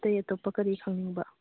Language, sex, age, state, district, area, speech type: Manipuri, female, 30-45, Manipur, Imphal East, rural, conversation